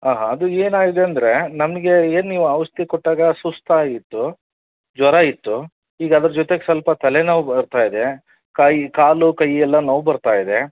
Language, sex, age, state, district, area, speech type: Kannada, male, 30-45, Karnataka, Davanagere, rural, conversation